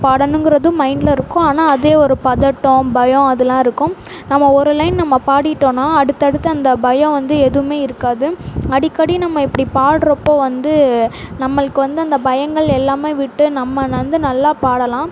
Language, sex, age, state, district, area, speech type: Tamil, female, 18-30, Tamil Nadu, Sivaganga, rural, spontaneous